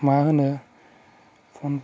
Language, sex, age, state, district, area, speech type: Bodo, male, 18-30, Assam, Udalguri, urban, spontaneous